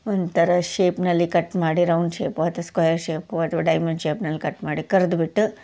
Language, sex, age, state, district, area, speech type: Kannada, female, 45-60, Karnataka, Koppal, urban, spontaneous